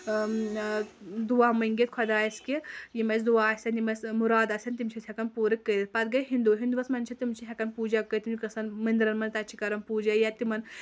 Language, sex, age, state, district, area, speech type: Kashmiri, female, 30-45, Jammu and Kashmir, Anantnag, rural, spontaneous